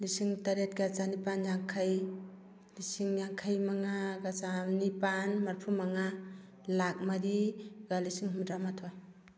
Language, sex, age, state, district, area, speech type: Manipuri, female, 45-60, Manipur, Kakching, rural, spontaneous